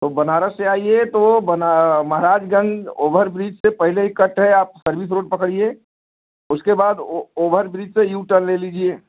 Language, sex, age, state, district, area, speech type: Hindi, male, 45-60, Uttar Pradesh, Bhadohi, urban, conversation